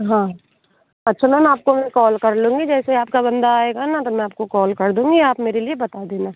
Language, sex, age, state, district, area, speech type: Hindi, female, 18-30, Rajasthan, Bharatpur, rural, conversation